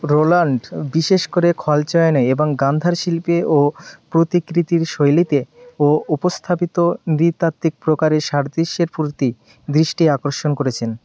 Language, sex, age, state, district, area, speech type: Bengali, male, 18-30, West Bengal, Birbhum, urban, read